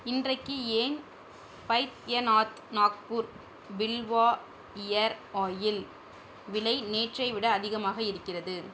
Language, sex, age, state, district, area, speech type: Tamil, female, 45-60, Tamil Nadu, Sivaganga, urban, read